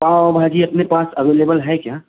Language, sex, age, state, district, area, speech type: Urdu, male, 30-45, Maharashtra, Nashik, urban, conversation